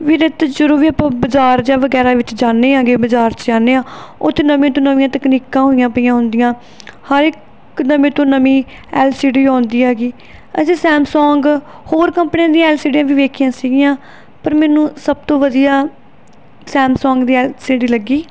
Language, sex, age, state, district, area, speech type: Punjabi, female, 18-30, Punjab, Barnala, urban, spontaneous